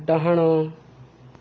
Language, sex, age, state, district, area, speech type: Odia, male, 45-60, Odisha, Subarnapur, urban, read